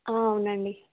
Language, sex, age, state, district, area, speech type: Telugu, female, 18-30, Andhra Pradesh, East Godavari, urban, conversation